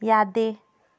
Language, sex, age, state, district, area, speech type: Manipuri, female, 30-45, Manipur, Thoubal, rural, read